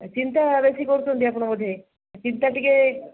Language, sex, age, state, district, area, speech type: Odia, female, 30-45, Odisha, Koraput, urban, conversation